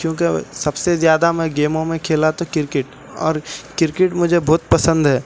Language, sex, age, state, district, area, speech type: Urdu, male, 18-30, Telangana, Hyderabad, urban, spontaneous